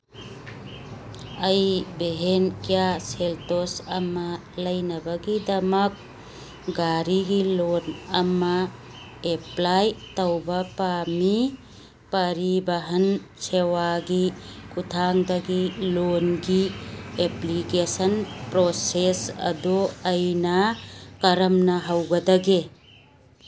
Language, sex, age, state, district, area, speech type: Manipuri, female, 60+, Manipur, Churachandpur, urban, read